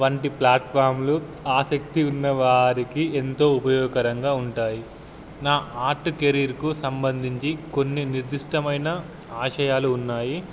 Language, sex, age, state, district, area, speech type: Telugu, male, 18-30, Telangana, Wanaparthy, urban, spontaneous